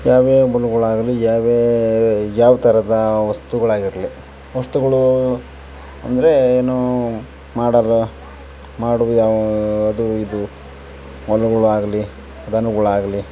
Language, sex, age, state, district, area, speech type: Kannada, male, 30-45, Karnataka, Vijayanagara, rural, spontaneous